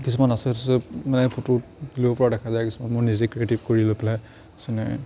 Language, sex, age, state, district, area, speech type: Assamese, male, 45-60, Assam, Morigaon, rural, spontaneous